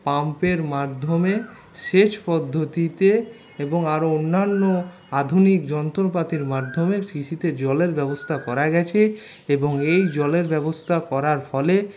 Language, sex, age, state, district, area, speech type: Bengali, male, 60+, West Bengal, Paschim Bardhaman, urban, spontaneous